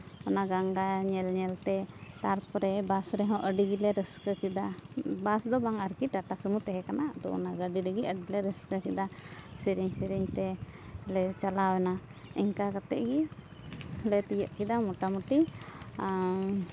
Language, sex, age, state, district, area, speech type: Santali, female, 18-30, West Bengal, Uttar Dinajpur, rural, spontaneous